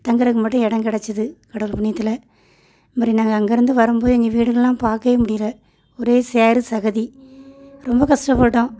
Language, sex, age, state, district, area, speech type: Tamil, female, 30-45, Tamil Nadu, Thoothukudi, rural, spontaneous